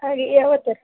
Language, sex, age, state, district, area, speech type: Kannada, female, 60+, Karnataka, Dakshina Kannada, rural, conversation